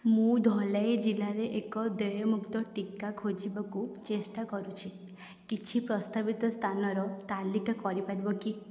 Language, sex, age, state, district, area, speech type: Odia, female, 18-30, Odisha, Puri, urban, read